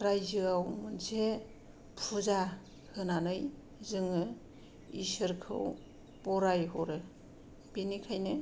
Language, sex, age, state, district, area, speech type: Bodo, female, 45-60, Assam, Kokrajhar, rural, spontaneous